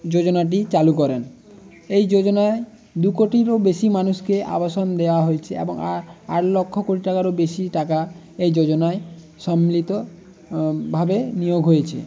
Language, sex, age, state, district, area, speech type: Bengali, male, 18-30, West Bengal, Jhargram, rural, spontaneous